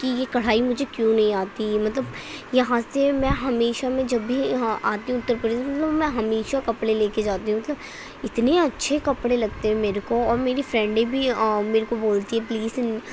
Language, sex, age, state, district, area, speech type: Urdu, female, 18-30, Uttar Pradesh, Gautam Buddha Nagar, urban, spontaneous